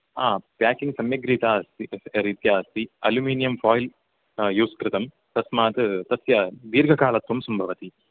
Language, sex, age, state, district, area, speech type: Sanskrit, male, 18-30, Karnataka, Udupi, rural, conversation